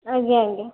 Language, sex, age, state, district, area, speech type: Odia, female, 18-30, Odisha, Bhadrak, rural, conversation